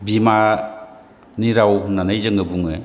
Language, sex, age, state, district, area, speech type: Bodo, male, 60+, Assam, Chirang, rural, spontaneous